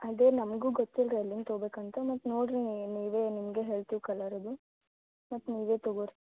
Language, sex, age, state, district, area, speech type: Kannada, female, 18-30, Karnataka, Gulbarga, urban, conversation